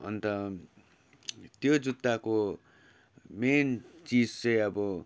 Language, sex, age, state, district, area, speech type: Nepali, male, 30-45, West Bengal, Darjeeling, rural, spontaneous